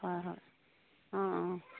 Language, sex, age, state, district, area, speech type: Assamese, female, 45-60, Assam, Sivasagar, rural, conversation